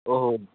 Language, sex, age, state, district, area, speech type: Odia, male, 18-30, Odisha, Ganjam, rural, conversation